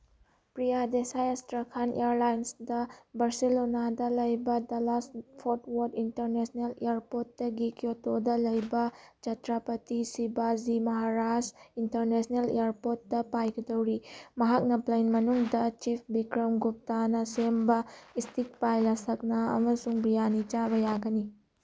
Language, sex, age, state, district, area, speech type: Manipuri, female, 18-30, Manipur, Churachandpur, rural, read